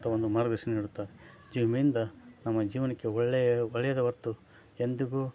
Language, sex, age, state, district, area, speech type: Kannada, male, 30-45, Karnataka, Koppal, rural, spontaneous